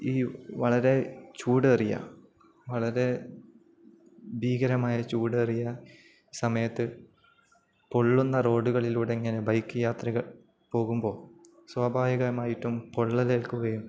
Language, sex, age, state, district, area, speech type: Malayalam, male, 18-30, Kerala, Kozhikode, rural, spontaneous